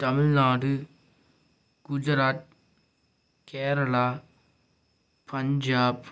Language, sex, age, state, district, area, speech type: Tamil, male, 18-30, Tamil Nadu, Tiruppur, rural, spontaneous